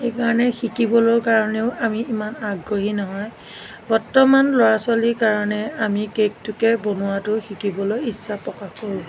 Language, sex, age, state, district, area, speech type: Assamese, female, 45-60, Assam, Nagaon, rural, spontaneous